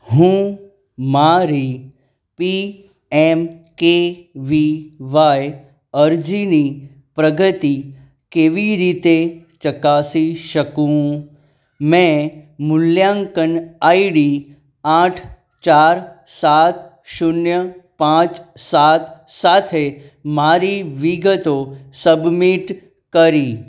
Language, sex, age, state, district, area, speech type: Gujarati, male, 30-45, Gujarat, Anand, urban, read